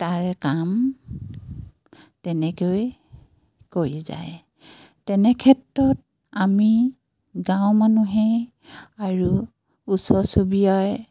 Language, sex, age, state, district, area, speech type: Assamese, female, 45-60, Assam, Dibrugarh, rural, spontaneous